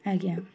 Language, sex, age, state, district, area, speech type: Odia, female, 18-30, Odisha, Jagatsinghpur, urban, spontaneous